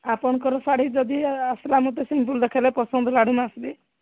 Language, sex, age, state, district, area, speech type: Odia, female, 45-60, Odisha, Angul, rural, conversation